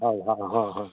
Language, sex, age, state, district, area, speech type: Assamese, male, 60+, Assam, Dhemaji, rural, conversation